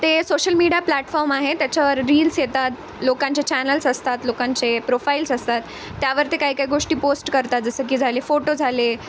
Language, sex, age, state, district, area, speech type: Marathi, female, 18-30, Maharashtra, Nanded, rural, spontaneous